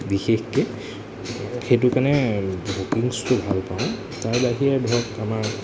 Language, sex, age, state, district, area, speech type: Assamese, male, 18-30, Assam, Nagaon, rural, spontaneous